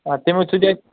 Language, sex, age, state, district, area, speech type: Kashmiri, male, 45-60, Jammu and Kashmir, Srinagar, urban, conversation